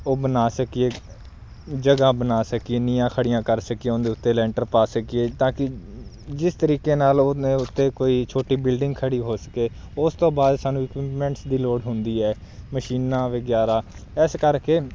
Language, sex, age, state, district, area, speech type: Punjabi, male, 18-30, Punjab, Fazilka, rural, spontaneous